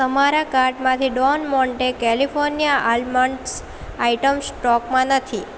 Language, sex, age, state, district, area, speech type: Gujarati, female, 18-30, Gujarat, Valsad, rural, read